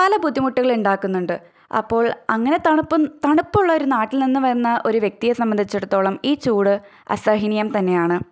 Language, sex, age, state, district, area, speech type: Malayalam, female, 18-30, Kerala, Thrissur, rural, spontaneous